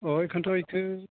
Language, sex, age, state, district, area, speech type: Bodo, male, 45-60, Assam, Baksa, urban, conversation